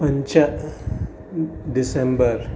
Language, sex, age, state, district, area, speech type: Sanskrit, male, 45-60, Kerala, Palakkad, urban, spontaneous